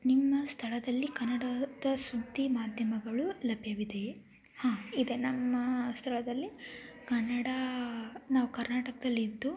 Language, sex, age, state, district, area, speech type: Kannada, female, 18-30, Karnataka, Tumkur, rural, spontaneous